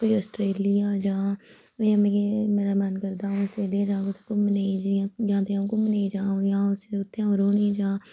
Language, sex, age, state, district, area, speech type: Dogri, female, 30-45, Jammu and Kashmir, Reasi, rural, spontaneous